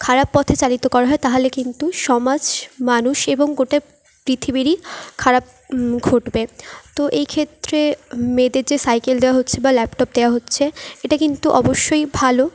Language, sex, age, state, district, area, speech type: Bengali, female, 18-30, West Bengal, Jhargram, rural, spontaneous